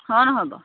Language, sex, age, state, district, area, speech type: Assamese, female, 30-45, Assam, Dhemaji, rural, conversation